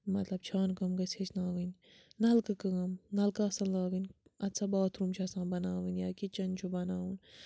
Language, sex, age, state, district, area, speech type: Kashmiri, female, 30-45, Jammu and Kashmir, Bandipora, rural, spontaneous